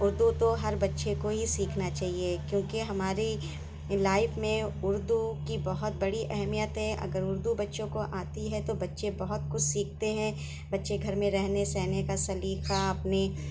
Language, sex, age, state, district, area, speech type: Urdu, female, 30-45, Uttar Pradesh, Shahjahanpur, urban, spontaneous